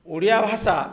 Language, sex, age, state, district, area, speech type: Odia, male, 60+, Odisha, Balangir, urban, spontaneous